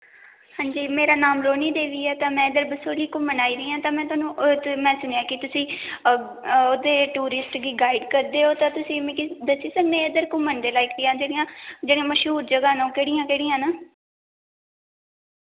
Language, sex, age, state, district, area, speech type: Dogri, female, 18-30, Jammu and Kashmir, Kathua, rural, conversation